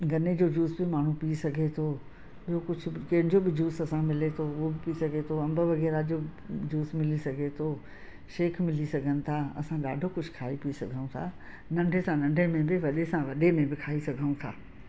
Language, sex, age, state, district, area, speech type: Sindhi, female, 60+, Madhya Pradesh, Katni, urban, spontaneous